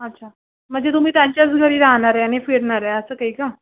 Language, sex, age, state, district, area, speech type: Marathi, female, 45-60, Maharashtra, Yavatmal, urban, conversation